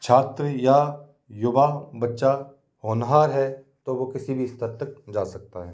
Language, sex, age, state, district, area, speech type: Hindi, male, 30-45, Madhya Pradesh, Gwalior, rural, spontaneous